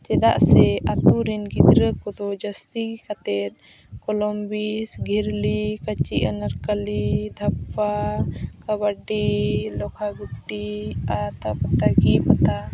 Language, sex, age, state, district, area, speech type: Santali, female, 18-30, Jharkhand, Seraikela Kharsawan, rural, spontaneous